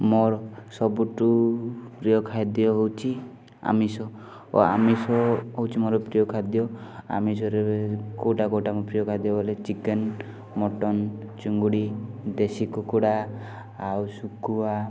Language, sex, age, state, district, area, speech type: Odia, male, 18-30, Odisha, Rayagada, urban, spontaneous